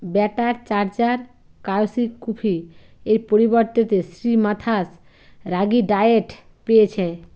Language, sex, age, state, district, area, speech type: Bengali, female, 60+, West Bengal, Bankura, urban, read